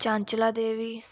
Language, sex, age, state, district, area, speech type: Dogri, female, 45-60, Jammu and Kashmir, Udhampur, rural, spontaneous